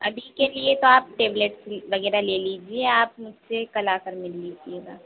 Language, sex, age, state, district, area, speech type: Hindi, female, 18-30, Madhya Pradesh, Harda, urban, conversation